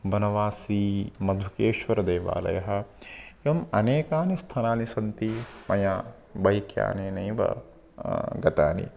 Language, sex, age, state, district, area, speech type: Sanskrit, male, 30-45, Karnataka, Uttara Kannada, rural, spontaneous